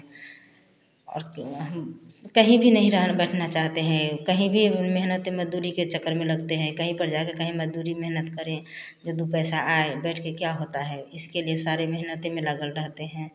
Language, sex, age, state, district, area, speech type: Hindi, female, 45-60, Bihar, Samastipur, rural, spontaneous